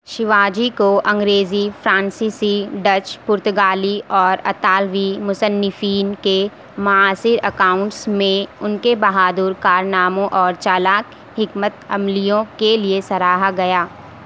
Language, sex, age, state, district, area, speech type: Urdu, female, 18-30, Uttar Pradesh, Gautam Buddha Nagar, urban, read